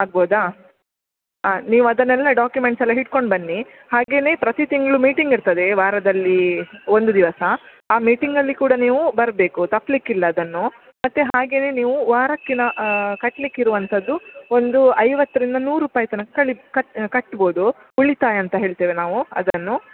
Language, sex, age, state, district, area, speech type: Kannada, female, 30-45, Karnataka, Udupi, rural, conversation